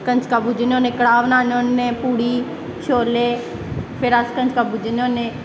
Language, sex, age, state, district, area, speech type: Dogri, female, 18-30, Jammu and Kashmir, Samba, rural, spontaneous